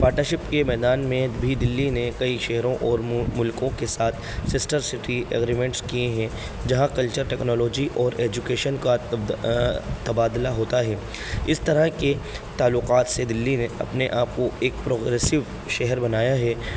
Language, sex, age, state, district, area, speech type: Urdu, male, 18-30, Delhi, North East Delhi, urban, spontaneous